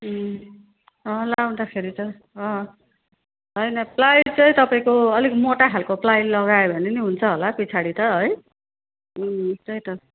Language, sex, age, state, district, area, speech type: Nepali, female, 45-60, West Bengal, Darjeeling, rural, conversation